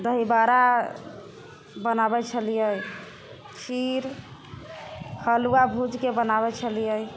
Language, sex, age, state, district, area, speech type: Maithili, female, 30-45, Bihar, Sitamarhi, urban, spontaneous